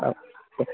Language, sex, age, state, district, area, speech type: Bodo, male, 18-30, Assam, Kokrajhar, rural, conversation